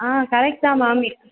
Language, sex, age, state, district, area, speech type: Tamil, female, 18-30, Tamil Nadu, Perambalur, urban, conversation